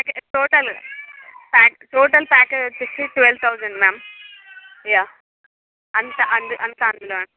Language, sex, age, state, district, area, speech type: Telugu, female, 30-45, Andhra Pradesh, Srikakulam, urban, conversation